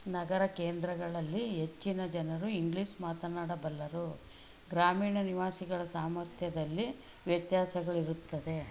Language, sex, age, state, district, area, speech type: Kannada, female, 60+, Karnataka, Mandya, urban, read